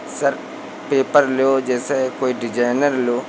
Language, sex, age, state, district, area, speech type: Hindi, male, 45-60, Uttar Pradesh, Lucknow, rural, spontaneous